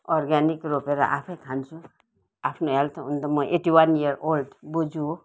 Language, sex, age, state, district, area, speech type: Nepali, female, 60+, West Bengal, Kalimpong, rural, spontaneous